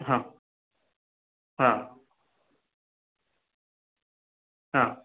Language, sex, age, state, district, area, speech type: Marathi, male, 18-30, Maharashtra, Sangli, urban, conversation